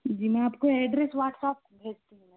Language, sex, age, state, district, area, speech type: Hindi, female, 60+, Madhya Pradesh, Bhopal, rural, conversation